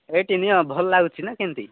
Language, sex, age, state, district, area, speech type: Odia, male, 30-45, Odisha, Nabarangpur, urban, conversation